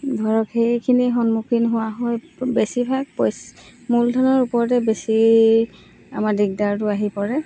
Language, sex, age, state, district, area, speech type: Assamese, female, 30-45, Assam, Charaideo, rural, spontaneous